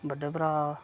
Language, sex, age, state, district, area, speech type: Dogri, male, 30-45, Jammu and Kashmir, Reasi, rural, spontaneous